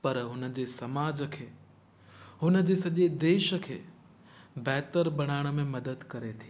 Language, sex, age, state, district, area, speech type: Sindhi, male, 18-30, Gujarat, Kutch, urban, spontaneous